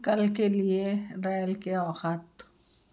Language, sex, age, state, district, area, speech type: Urdu, other, 60+, Telangana, Hyderabad, urban, read